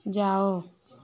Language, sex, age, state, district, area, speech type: Hindi, female, 30-45, Uttar Pradesh, Prayagraj, rural, read